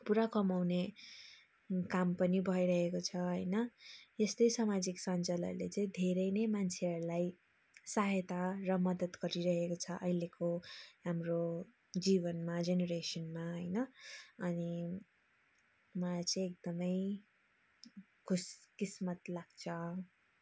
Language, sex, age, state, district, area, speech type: Nepali, female, 30-45, West Bengal, Darjeeling, rural, spontaneous